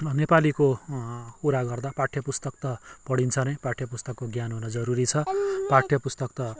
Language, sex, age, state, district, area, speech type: Nepali, male, 45-60, West Bengal, Kalimpong, rural, spontaneous